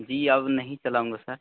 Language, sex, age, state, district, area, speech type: Hindi, male, 18-30, Madhya Pradesh, Seoni, urban, conversation